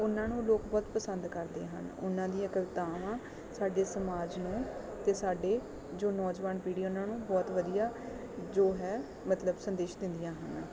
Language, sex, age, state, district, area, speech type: Punjabi, female, 18-30, Punjab, Bathinda, rural, spontaneous